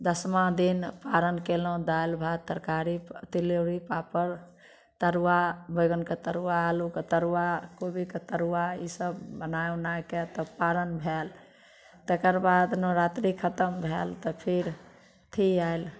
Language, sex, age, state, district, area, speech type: Maithili, female, 60+, Bihar, Samastipur, urban, spontaneous